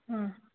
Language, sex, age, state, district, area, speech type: Kannada, female, 18-30, Karnataka, Mandya, rural, conversation